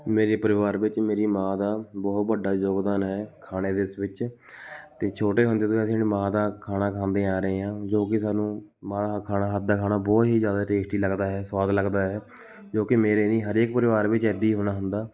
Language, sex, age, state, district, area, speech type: Punjabi, male, 18-30, Punjab, Shaheed Bhagat Singh Nagar, urban, spontaneous